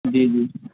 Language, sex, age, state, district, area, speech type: Urdu, male, 30-45, Uttar Pradesh, Azamgarh, rural, conversation